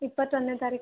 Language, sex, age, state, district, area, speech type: Kannada, female, 18-30, Karnataka, Gadag, urban, conversation